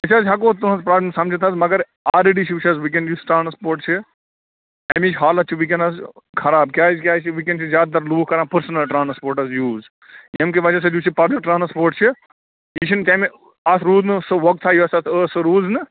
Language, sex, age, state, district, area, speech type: Kashmiri, male, 45-60, Jammu and Kashmir, Bandipora, rural, conversation